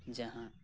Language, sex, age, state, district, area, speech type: Santali, male, 18-30, West Bengal, Birbhum, rural, spontaneous